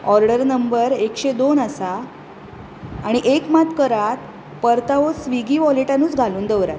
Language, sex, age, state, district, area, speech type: Goan Konkani, female, 30-45, Goa, Bardez, rural, spontaneous